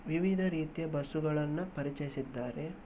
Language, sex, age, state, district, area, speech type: Kannada, male, 18-30, Karnataka, Shimoga, rural, spontaneous